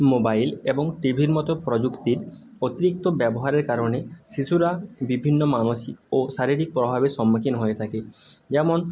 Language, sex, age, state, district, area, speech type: Bengali, male, 30-45, West Bengal, Bankura, urban, spontaneous